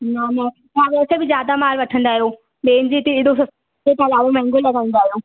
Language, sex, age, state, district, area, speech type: Sindhi, female, 18-30, Madhya Pradesh, Katni, urban, conversation